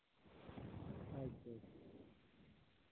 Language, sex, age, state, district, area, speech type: Santali, male, 30-45, West Bengal, Bankura, rural, conversation